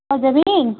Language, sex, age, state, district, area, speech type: Assamese, female, 45-60, Assam, Charaideo, rural, conversation